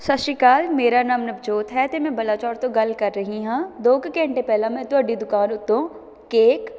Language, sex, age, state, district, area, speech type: Punjabi, female, 18-30, Punjab, Shaheed Bhagat Singh Nagar, rural, spontaneous